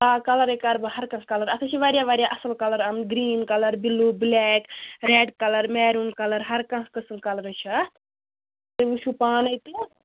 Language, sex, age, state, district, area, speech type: Kashmiri, female, 18-30, Jammu and Kashmir, Bandipora, rural, conversation